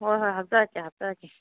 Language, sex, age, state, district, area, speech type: Manipuri, female, 60+, Manipur, Kangpokpi, urban, conversation